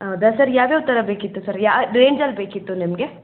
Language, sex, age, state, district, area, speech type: Kannada, female, 18-30, Karnataka, Chikkamagaluru, rural, conversation